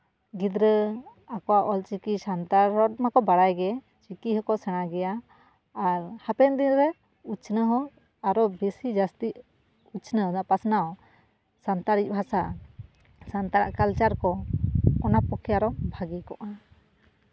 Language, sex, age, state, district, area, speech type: Santali, female, 30-45, West Bengal, Jhargram, rural, spontaneous